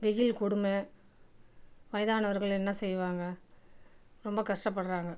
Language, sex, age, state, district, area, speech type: Tamil, female, 45-60, Tamil Nadu, Viluppuram, rural, spontaneous